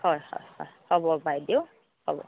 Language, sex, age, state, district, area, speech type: Assamese, female, 60+, Assam, Lakhimpur, urban, conversation